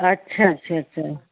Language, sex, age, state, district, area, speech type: Sindhi, female, 45-60, Uttar Pradesh, Lucknow, urban, conversation